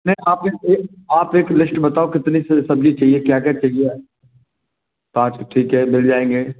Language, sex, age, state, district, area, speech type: Hindi, male, 45-60, Madhya Pradesh, Gwalior, rural, conversation